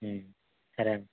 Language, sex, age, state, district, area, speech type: Telugu, male, 18-30, Andhra Pradesh, West Godavari, rural, conversation